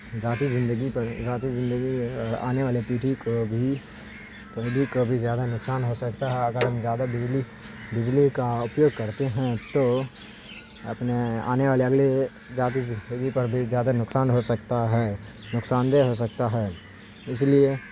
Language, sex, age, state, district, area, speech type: Urdu, male, 18-30, Bihar, Saharsa, urban, spontaneous